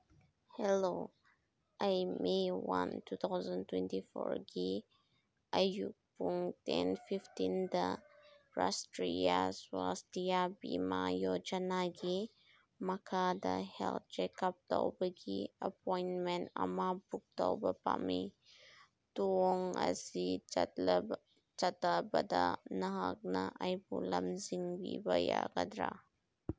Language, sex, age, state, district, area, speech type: Manipuri, female, 18-30, Manipur, Senapati, urban, read